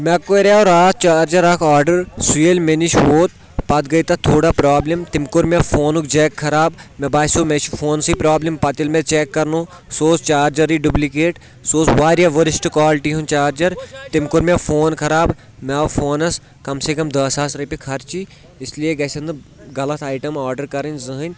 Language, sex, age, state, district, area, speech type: Kashmiri, male, 30-45, Jammu and Kashmir, Kulgam, rural, spontaneous